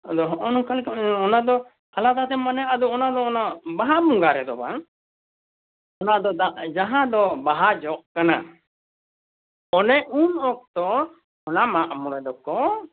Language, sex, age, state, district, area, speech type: Santali, male, 60+, West Bengal, Bankura, rural, conversation